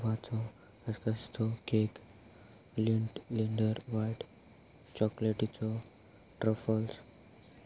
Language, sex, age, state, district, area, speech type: Goan Konkani, male, 18-30, Goa, Salcete, rural, spontaneous